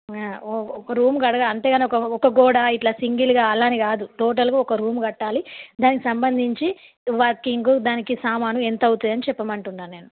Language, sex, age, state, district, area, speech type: Telugu, female, 30-45, Telangana, Karimnagar, rural, conversation